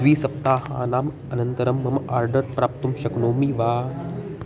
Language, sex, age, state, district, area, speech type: Sanskrit, male, 18-30, Maharashtra, Solapur, urban, read